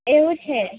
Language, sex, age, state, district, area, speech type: Gujarati, female, 18-30, Gujarat, Valsad, rural, conversation